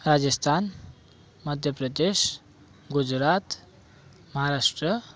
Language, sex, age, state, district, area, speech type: Marathi, male, 18-30, Maharashtra, Thane, urban, spontaneous